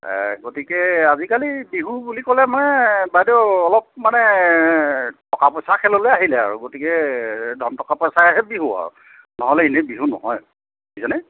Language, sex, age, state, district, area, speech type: Assamese, male, 45-60, Assam, Golaghat, urban, conversation